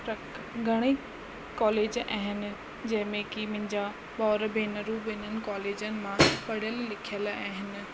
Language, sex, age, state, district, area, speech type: Sindhi, female, 30-45, Rajasthan, Ajmer, urban, spontaneous